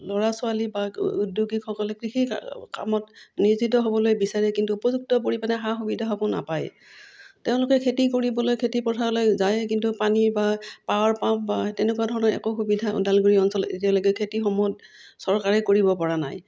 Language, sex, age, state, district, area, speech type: Assamese, female, 45-60, Assam, Udalguri, rural, spontaneous